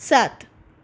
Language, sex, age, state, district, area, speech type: Gujarati, female, 30-45, Gujarat, Anand, urban, read